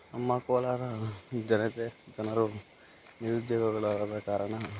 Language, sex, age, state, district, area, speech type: Kannada, male, 18-30, Karnataka, Kolar, rural, spontaneous